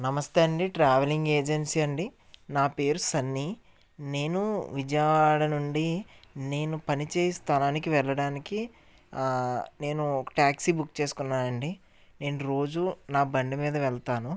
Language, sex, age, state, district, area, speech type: Telugu, male, 30-45, Andhra Pradesh, N T Rama Rao, urban, spontaneous